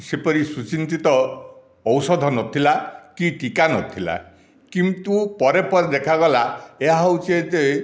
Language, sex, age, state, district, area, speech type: Odia, male, 60+, Odisha, Dhenkanal, rural, spontaneous